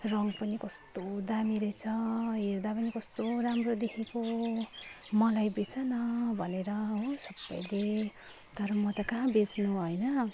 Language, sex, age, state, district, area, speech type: Nepali, female, 30-45, West Bengal, Jalpaiguri, rural, spontaneous